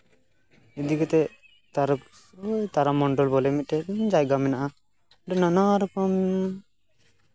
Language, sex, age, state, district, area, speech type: Santali, male, 18-30, West Bengal, Purba Bardhaman, rural, spontaneous